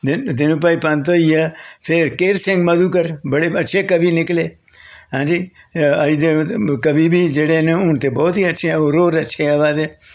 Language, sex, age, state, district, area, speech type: Dogri, male, 60+, Jammu and Kashmir, Jammu, urban, spontaneous